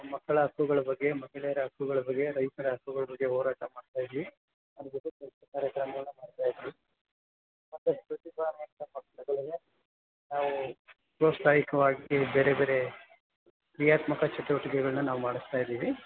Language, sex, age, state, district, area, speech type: Kannada, male, 45-60, Karnataka, Ramanagara, urban, conversation